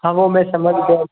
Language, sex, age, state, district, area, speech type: Hindi, male, 18-30, Rajasthan, Jodhpur, urban, conversation